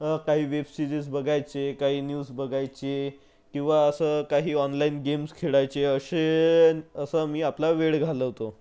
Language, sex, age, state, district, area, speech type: Marathi, male, 45-60, Maharashtra, Nagpur, urban, spontaneous